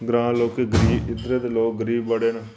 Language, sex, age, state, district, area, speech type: Dogri, male, 30-45, Jammu and Kashmir, Reasi, rural, spontaneous